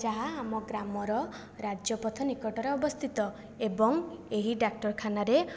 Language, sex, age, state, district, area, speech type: Odia, female, 18-30, Odisha, Jajpur, rural, spontaneous